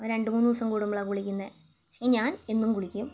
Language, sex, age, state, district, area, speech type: Malayalam, female, 18-30, Kerala, Wayanad, rural, spontaneous